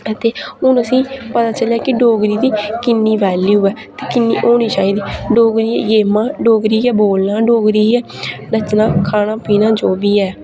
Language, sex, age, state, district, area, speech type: Dogri, female, 18-30, Jammu and Kashmir, Reasi, rural, spontaneous